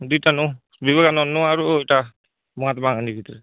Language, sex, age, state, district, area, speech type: Odia, male, 30-45, Odisha, Nuapada, urban, conversation